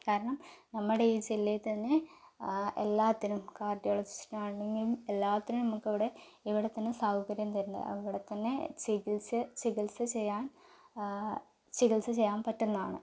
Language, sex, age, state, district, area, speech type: Malayalam, female, 18-30, Kerala, Palakkad, urban, spontaneous